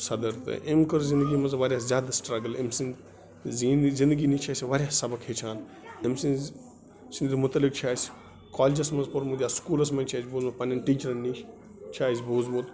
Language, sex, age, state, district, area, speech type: Kashmiri, male, 30-45, Jammu and Kashmir, Bandipora, rural, spontaneous